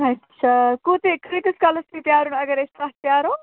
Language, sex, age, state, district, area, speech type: Kashmiri, female, 45-60, Jammu and Kashmir, Ganderbal, rural, conversation